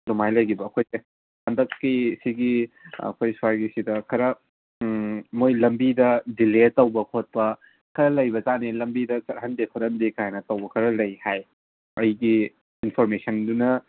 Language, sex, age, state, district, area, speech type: Manipuri, male, 18-30, Manipur, Kangpokpi, urban, conversation